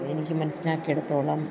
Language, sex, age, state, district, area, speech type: Malayalam, female, 30-45, Kerala, Kollam, rural, spontaneous